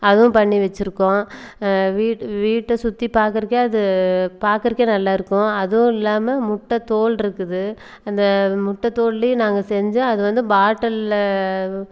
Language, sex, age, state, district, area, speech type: Tamil, female, 30-45, Tamil Nadu, Erode, rural, spontaneous